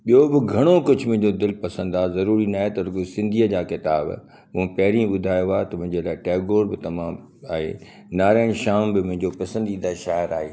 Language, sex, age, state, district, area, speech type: Sindhi, male, 60+, Gujarat, Kutch, urban, spontaneous